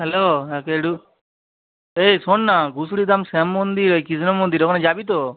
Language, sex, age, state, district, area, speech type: Bengali, male, 30-45, West Bengal, Howrah, urban, conversation